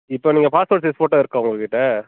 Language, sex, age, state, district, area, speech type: Tamil, male, 30-45, Tamil Nadu, Tiruchirappalli, rural, conversation